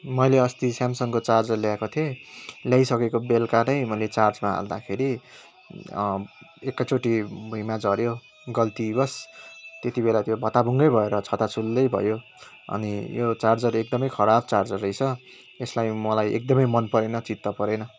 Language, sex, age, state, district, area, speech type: Nepali, male, 18-30, West Bengal, Kalimpong, rural, spontaneous